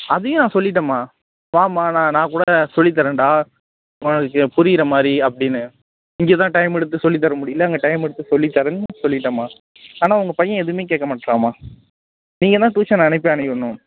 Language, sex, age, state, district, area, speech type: Tamil, male, 18-30, Tamil Nadu, Nagapattinam, rural, conversation